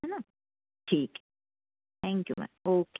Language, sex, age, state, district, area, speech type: Hindi, female, 45-60, Madhya Pradesh, Jabalpur, urban, conversation